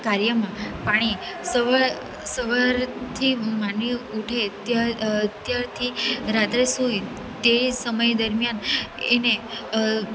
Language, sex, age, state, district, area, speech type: Gujarati, female, 18-30, Gujarat, Valsad, urban, spontaneous